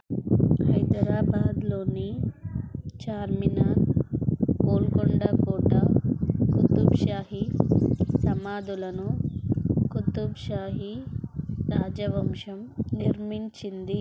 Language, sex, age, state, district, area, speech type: Telugu, female, 18-30, Andhra Pradesh, Nellore, urban, read